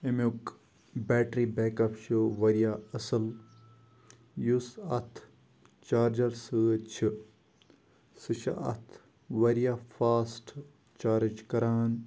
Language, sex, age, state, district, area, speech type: Kashmiri, male, 18-30, Jammu and Kashmir, Kupwara, rural, spontaneous